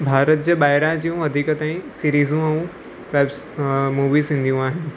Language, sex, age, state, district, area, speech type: Sindhi, male, 18-30, Gujarat, Surat, urban, spontaneous